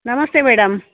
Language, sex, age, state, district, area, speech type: Kannada, female, 60+, Karnataka, Udupi, rural, conversation